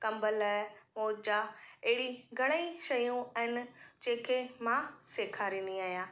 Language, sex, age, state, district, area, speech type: Sindhi, female, 30-45, Rajasthan, Ajmer, urban, spontaneous